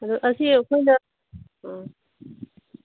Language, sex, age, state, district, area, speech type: Manipuri, female, 45-60, Manipur, Kangpokpi, urban, conversation